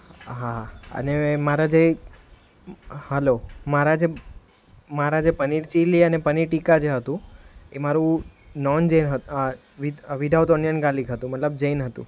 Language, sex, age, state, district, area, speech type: Gujarati, male, 18-30, Gujarat, Valsad, urban, spontaneous